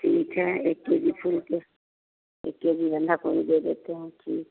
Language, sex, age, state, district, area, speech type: Hindi, female, 45-60, Bihar, Begusarai, rural, conversation